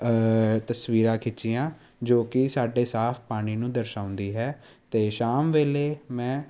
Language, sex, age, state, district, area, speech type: Punjabi, male, 18-30, Punjab, Jalandhar, urban, spontaneous